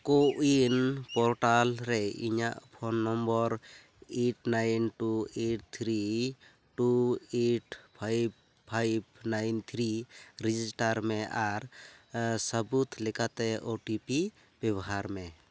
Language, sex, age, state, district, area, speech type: Santali, male, 18-30, West Bengal, Purulia, rural, read